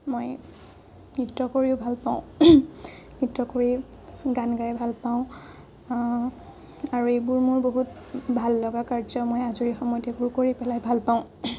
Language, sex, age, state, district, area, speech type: Assamese, female, 18-30, Assam, Morigaon, rural, spontaneous